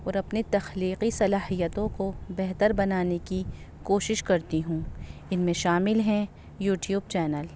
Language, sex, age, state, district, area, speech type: Urdu, female, 30-45, Delhi, North East Delhi, urban, spontaneous